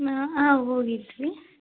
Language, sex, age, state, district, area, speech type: Kannada, female, 18-30, Karnataka, Chitradurga, rural, conversation